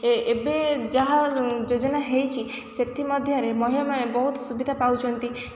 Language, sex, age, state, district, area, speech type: Odia, female, 18-30, Odisha, Kendrapara, urban, spontaneous